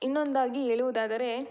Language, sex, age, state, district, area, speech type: Kannada, female, 18-30, Karnataka, Tumkur, rural, spontaneous